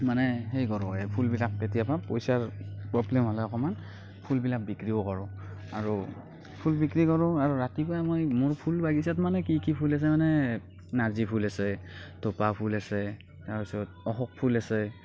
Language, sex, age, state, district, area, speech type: Assamese, male, 45-60, Assam, Morigaon, rural, spontaneous